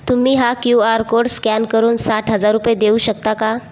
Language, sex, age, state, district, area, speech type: Marathi, female, 18-30, Maharashtra, Buldhana, rural, read